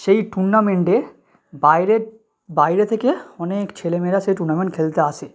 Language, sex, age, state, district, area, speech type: Bengali, male, 18-30, West Bengal, South 24 Parganas, rural, spontaneous